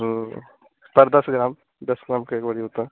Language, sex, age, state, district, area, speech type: Hindi, male, 18-30, Bihar, Madhepura, rural, conversation